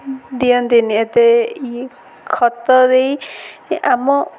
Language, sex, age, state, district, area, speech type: Odia, female, 18-30, Odisha, Ganjam, urban, spontaneous